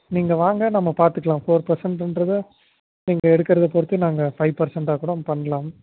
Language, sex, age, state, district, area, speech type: Tamil, male, 30-45, Tamil Nadu, Nagapattinam, rural, conversation